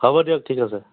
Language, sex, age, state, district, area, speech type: Assamese, male, 30-45, Assam, Biswanath, rural, conversation